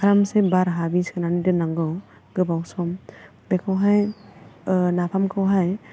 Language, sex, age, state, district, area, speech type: Bodo, female, 18-30, Assam, Baksa, rural, spontaneous